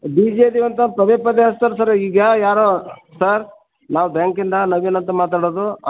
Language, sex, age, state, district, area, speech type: Kannada, male, 45-60, Karnataka, Koppal, rural, conversation